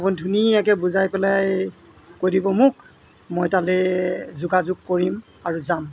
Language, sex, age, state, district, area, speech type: Assamese, male, 60+, Assam, Golaghat, rural, spontaneous